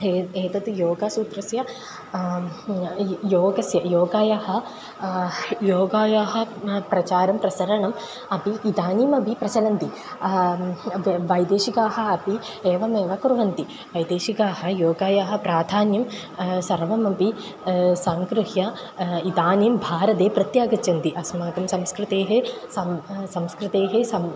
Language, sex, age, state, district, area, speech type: Sanskrit, female, 18-30, Kerala, Kozhikode, urban, spontaneous